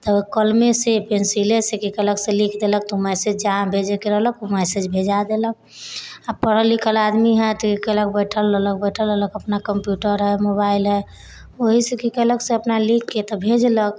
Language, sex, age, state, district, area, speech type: Maithili, female, 30-45, Bihar, Sitamarhi, rural, spontaneous